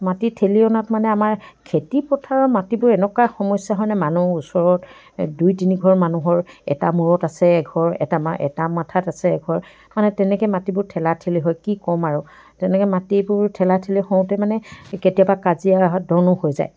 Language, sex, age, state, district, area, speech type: Assamese, female, 60+, Assam, Dibrugarh, rural, spontaneous